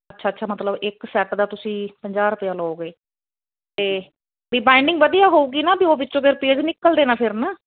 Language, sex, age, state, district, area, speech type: Punjabi, female, 45-60, Punjab, Fazilka, rural, conversation